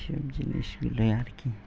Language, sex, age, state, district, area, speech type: Bengali, male, 18-30, West Bengal, Malda, urban, spontaneous